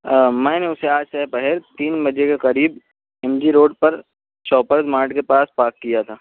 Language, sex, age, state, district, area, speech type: Urdu, male, 45-60, Maharashtra, Nashik, urban, conversation